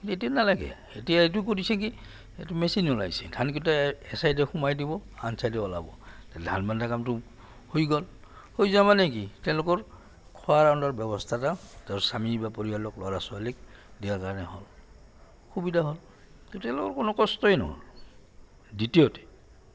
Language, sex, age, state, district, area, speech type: Assamese, male, 60+, Assam, Goalpara, urban, spontaneous